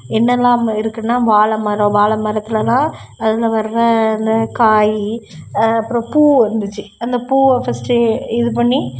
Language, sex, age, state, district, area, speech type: Tamil, female, 30-45, Tamil Nadu, Thoothukudi, urban, spontaneous